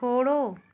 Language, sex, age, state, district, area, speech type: Hindi, female, 30-45, Uttar Pradesh, Bhadohi, urban, read